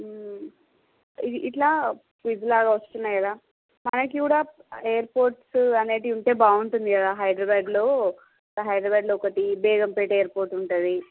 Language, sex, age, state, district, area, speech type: Telugu, female, 30-45, Andhra Pradesh, Srikakulam, urban, conversation